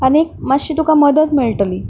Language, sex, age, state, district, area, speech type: Goan Konkani, female, 18-30, Goa, Canacona, rural, spontaneous